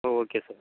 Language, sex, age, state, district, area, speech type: Tamil, male, 18-30, Tamil Nadu, Nagapattinam, rural, conversation